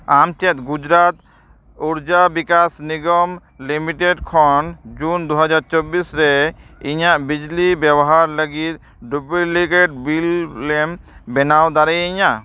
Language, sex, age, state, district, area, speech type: Santali, male, 30-45, West Bengal, Dakshin Dinajpur, rural, read